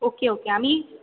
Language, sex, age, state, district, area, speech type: Marathi, female, 18-30, Maharashtra, Sindhudurg, rural, conversation